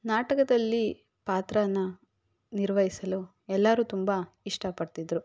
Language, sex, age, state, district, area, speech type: Kannada, female, 18-30, Karnataka, Davanagere, rural, spontaneous